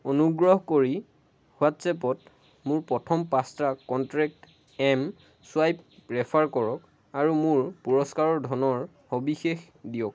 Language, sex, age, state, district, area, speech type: Assamese, male, 18-30, Assam, Lakhimpur, rural, read